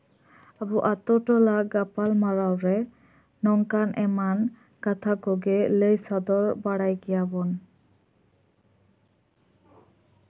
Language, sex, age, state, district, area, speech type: Santali, female, 18-30, West Bengal, Purba Bardhaman, rural, spontaneous